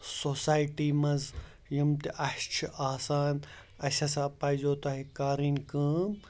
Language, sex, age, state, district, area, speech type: Kashmiri, male, 18-30, Jammu and Kashmir, Ganderbal, rural, spontaneous